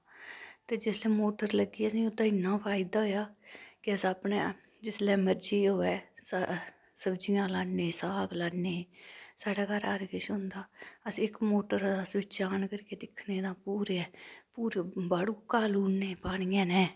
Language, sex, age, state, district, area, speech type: Dogri, female, 30-45, Jammu and Kashmir, Udhampur, rural, spontaneous